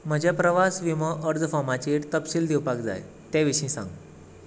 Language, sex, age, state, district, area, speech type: Goan Konkani, male, 18-30, Goa, Tiswadi, rural, read